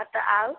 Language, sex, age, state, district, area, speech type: Maithili, female, 18-30, Bihar, Sitamarhi, rural, conversation